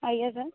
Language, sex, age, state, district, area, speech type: Odia, female, 18-30, Odisha, Rayagada, rural, conversation